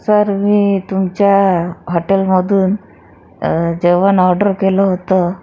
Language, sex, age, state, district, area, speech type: Marathi, female, 45-60, Maharashtra, Akola, urban, spontaneous